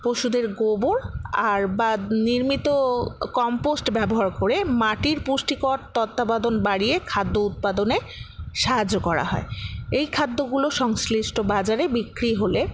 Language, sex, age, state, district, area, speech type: Bengali, female, 60+, West Bengal, Paschim Bardhaman, rural, spontaneous